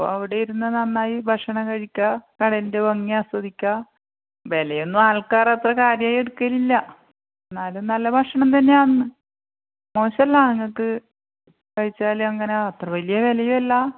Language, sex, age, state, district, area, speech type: Malayalam, female, 45-60, Kerala, Kannur, rural, conversation